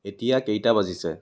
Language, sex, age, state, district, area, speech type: Assamese, male, 30-45, Assam, Kamrup Metropolitan, rural, read